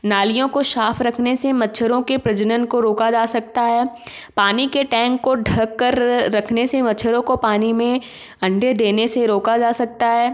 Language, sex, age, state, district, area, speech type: Hindi, female, 18-30, Madhya Pradesh, Ujjain, urban, spontaneous